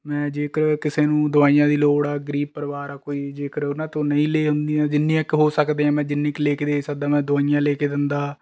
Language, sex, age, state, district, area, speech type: Punjabi, male, 18-30, Punjab, Rupnagar, rural, spontaneous